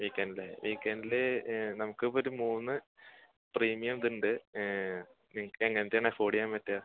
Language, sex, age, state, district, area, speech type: Malayalam, male, 18-30, Kerala, Thrissur, rural, conversation